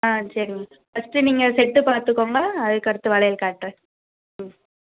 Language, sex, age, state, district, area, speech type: Tamil, female, 18-30, Tamil Nadu, Madurai, urban, conversation